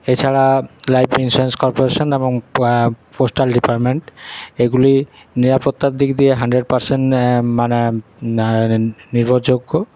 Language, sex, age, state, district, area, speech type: Bengali, male, 30-45, West Bengal, Paschim Bardhaman, urban, spontaneous